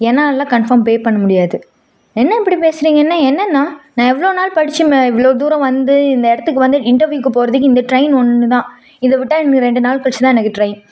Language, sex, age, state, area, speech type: Tamil, female, 18-30, Tamil Nadu, urban, spontaneous